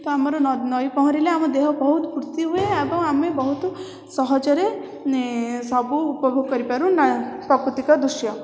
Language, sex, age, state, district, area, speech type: Odia, female, 18-30, Odisha, Puri, urban, spontaneous